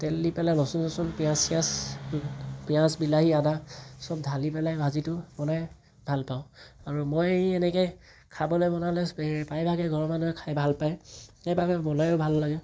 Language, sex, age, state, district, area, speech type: Assamese, male, 18-30, Assam, Tinsukia, rural, spontaneous